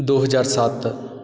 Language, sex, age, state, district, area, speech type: Punjabi, male, 45-60, Punjab, Shaheed Bhagat Singh Nagar, urban, spontaneous